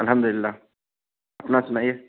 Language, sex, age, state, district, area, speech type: Urdu, male, 18-30, Bihar, Araria, rural, conversation